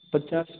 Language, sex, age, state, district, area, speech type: Hindi, male, 30-45, Rajasthan, Jodhpur, urban, conversation